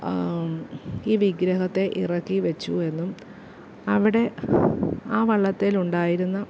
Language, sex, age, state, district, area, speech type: Malayalam, female, 30-45, Kerala, Alappuzha, rural, spontaneous